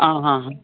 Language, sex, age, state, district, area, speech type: Goan Konkani, male, 18-30, Goa, Canacona, rural, conversation